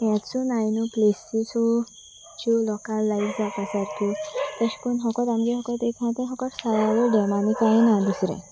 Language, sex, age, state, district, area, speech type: Goan Konkani, female, 18-30, Goa, Sanguem, rural, spontaneous